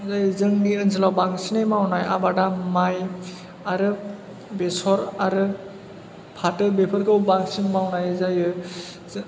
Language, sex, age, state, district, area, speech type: Bodo, male, 18-30, Assam, Chirang, rural, spontaneous